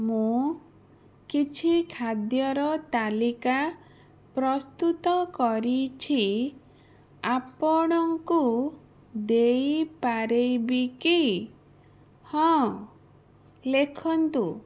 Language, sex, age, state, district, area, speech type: Odia, female, 30-45, Odisha, Bhadrak, rural, spontaneous